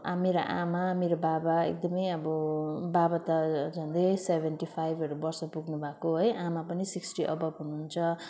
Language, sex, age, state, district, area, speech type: Nepali, female, 30-45, West Bengal, Kalimpong, rural, spontaneous